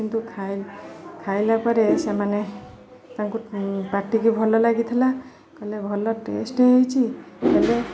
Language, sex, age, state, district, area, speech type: Odia, female, 30-45, Odisha, Jagatsinghpur, rural, spontaneous